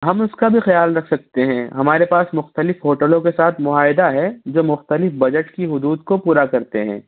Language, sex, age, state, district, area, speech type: Urdu, male, 60+, Maharashtra, Nashik, urban, conversation